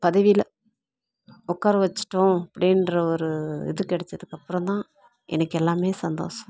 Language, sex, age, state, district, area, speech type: Tamil, female, 30-45, Tamil Nadu, Dharmapuri, rural, spontaneous